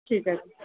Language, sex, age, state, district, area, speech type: Bengali, female, 45-60, West Bengal, Purba Bardhaman, rural, conversation